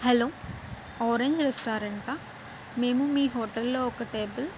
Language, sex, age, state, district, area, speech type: Telugu, female, 30-45, Andhra Pradesh, N T Rama Rao, urban, spontaneous